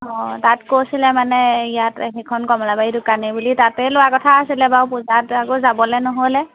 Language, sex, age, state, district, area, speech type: Assamese, female, 18-30, Assam, Majuli, urban, conversation